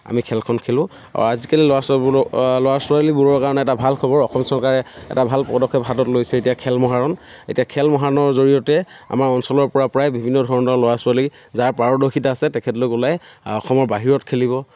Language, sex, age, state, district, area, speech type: Assamese, male, 30-45, Assam, Dhemaji, rural, spontaneous